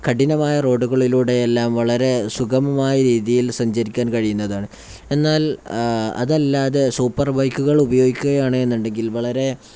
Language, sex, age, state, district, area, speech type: Malayalam, male, 18-30, Kerala, Kozhikode, rural, spontaneous